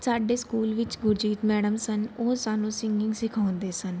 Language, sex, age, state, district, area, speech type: Punjabi, female, 18-30, Punjab, Mansa, urban, spontaneous